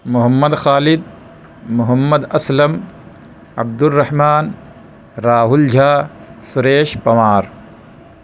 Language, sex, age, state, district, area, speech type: Urdu, male, 30-45, Uttar Pradesh, Balrampur, rural, spontaneous